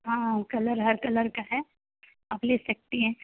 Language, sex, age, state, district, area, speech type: Urdu, female, 18-30, Uttar Pradesh, Mirzapur, rural, conversation